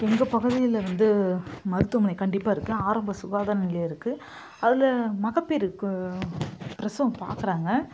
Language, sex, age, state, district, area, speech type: Tamil, female, 30-45, Tamil Nadu, Kallakurichi, urban, spontaneous